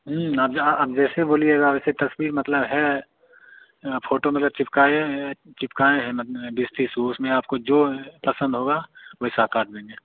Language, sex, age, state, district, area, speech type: Hindi, male, 18-30, Bihar, Begusarai, rural, conversation